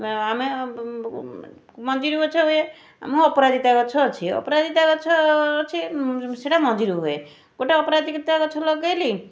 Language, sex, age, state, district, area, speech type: Odia, female, 45-60, Odisha, Puri, urban, spontaneous